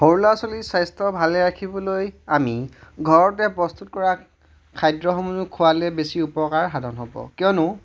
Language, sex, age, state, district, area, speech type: Assamese, male, 30-45, Assam, Majuli, urban, spontaneous